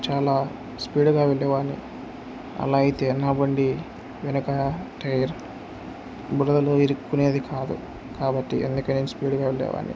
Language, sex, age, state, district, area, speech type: Telugu, male, 18-30, Andhra Pradesh, Kurnool, rural, spontaneous